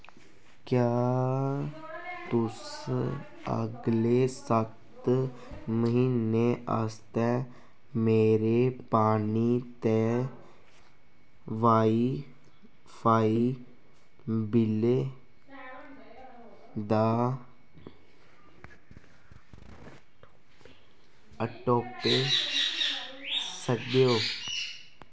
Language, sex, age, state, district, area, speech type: Dogri, male, 18-30, Jammu and Kashmir, Kathua, rural, read